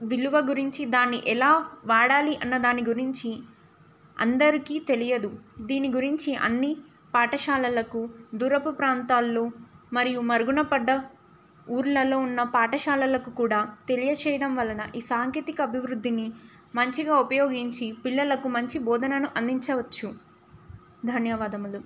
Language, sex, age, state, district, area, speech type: Telugu, female, 18-30, Telangana, Ranga Reddy, urban, spontaneous